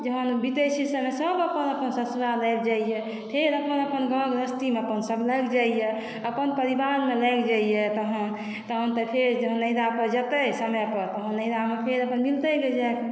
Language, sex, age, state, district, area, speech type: Maithili, female, 60+, Bihar, Saharsa, rural, spontaneous